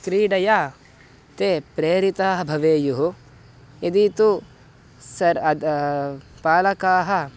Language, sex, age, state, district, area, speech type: Sanskrit, male, 18-30, Karnataka, Mysore, rural, spontaneous